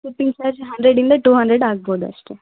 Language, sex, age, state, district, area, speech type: Kannada, female, 18-30, Karnataka, Vijayanagara, rural, conversation